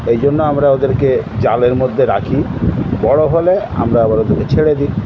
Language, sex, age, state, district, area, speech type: Bengali, male, 60+, West Bengal, South 24 Parganas, urban, spontaneous